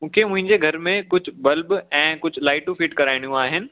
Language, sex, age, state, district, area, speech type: Sindhi, male, 18-30, Delhi, South Delhi, urban, conversation